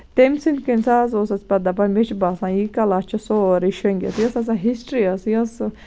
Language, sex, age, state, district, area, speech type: Kashmiri, female, 18-30, Jammu and Kashmir, Baramulla, rural, spontaneous